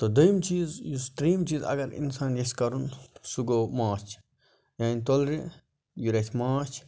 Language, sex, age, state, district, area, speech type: Kashmiri, male, 60+, Jammu and Kashmir, Budgam, rural, spontaneous